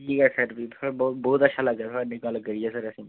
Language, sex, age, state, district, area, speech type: Dogri, male, 18-30, Jammu and Kashmir, Udhampur, rural, conversation